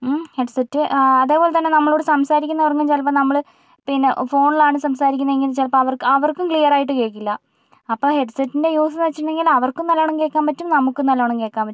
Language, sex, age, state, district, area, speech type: Malayalam, female, 18-30, Kerala, Wayanad, rural, spontaneous